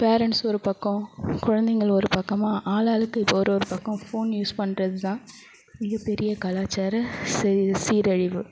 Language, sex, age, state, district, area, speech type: Tamil, female, 45-60, Tamil Nadu, Thanjavur, rural, spontaneous